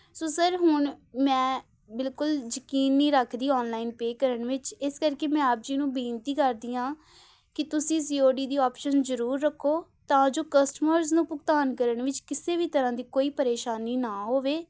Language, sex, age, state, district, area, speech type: Punjabi, female, 18-30, Punjab, Tarn Taran, rural, spontaneous